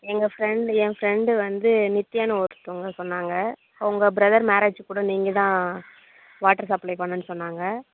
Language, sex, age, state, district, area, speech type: Tamil, female, 30-45, Tamil Nadu, Cuddalore, rural, conversation